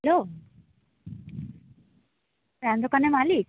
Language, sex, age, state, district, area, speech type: Santali, female, 18-30, West Bengal, Paschim Bardhaman, rural, conversation